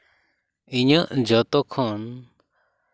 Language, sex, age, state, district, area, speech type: Santali, male, 18-30, West Bengal, Purba Bardhaman, rural, spontaneous